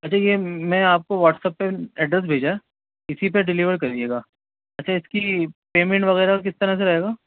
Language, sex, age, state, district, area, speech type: Urdu, male, 30-45, Delhi, Central Delhi, urban, conversation